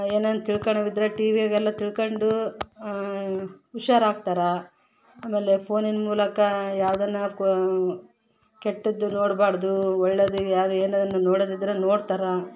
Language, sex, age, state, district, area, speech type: Kannada, female, 30-45, Karnataka, Vijayanagara, rural, spontaneous